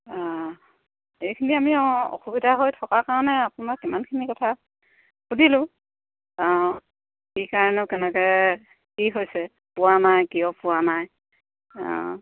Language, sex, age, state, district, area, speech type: Assamese, female, 60+, Assam, Sivasagar, rural, conversation